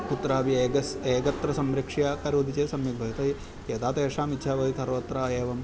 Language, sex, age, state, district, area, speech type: Sanskrit, male, 30-45, Kerala, Ernakulam, urban, spontaneous